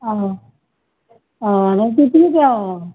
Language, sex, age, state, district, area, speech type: Assamese, female, 60+, Assam, Barpeta, rural, conversation